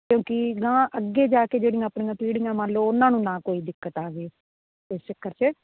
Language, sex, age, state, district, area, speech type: Punjabi, female, 30-45, Punjab, Muktsar, urban, conversation